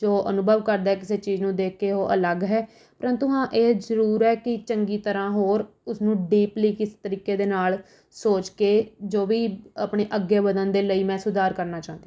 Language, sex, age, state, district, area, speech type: Punjabi, female, 18-30, Punjab, Rupnagar, urban, spontaneous